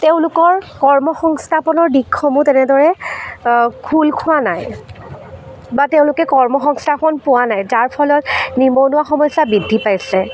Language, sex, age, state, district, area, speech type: Assamese, female, 18-30, Assam, Jorhat, rural, spontaneous